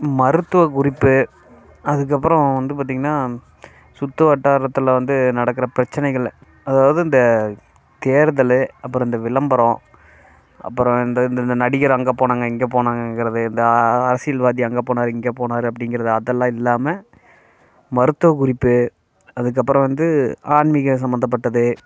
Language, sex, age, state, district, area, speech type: Tamil, male, 30-45, Tamil Nadu, Namakkal, rural, spontaneous